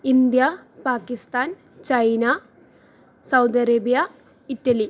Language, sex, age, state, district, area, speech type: Malayalam, female, 18-30, Kerala, Thrissur, urban, spontaneous